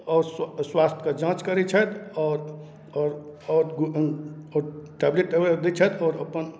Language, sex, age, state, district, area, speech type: Maithili, male, 30-45, Bihar, Darbhanga, urban, spontaneous